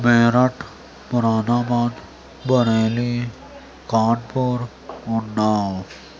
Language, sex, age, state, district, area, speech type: Urdu, male, 30-45, Uttar Pradesh, Gautam Buddha Nagar, rural, spontaneous